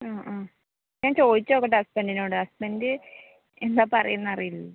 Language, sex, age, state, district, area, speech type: Malayalam, female, 30-45, Kerala, Kozhikode, urban, conversation